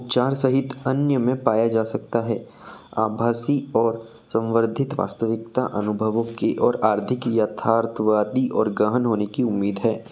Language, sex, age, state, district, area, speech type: Hindi, male, 18-30, Madhya Pradesh, Betul, urban, spontaneous